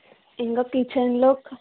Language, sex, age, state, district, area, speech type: Telugu, female, 18-30, Andhra Pradesh, East Godavari, urban, conversation